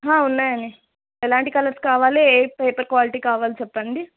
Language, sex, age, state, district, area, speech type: Telugu, female, 18-30, Telangana, Mahbubnagar, urban, conversation